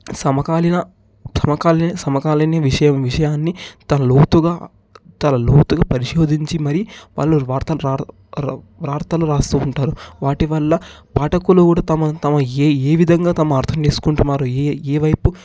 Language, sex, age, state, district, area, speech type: Telugu, male, 18-30, Telangana, Ranga Reddy, urban, spontaneous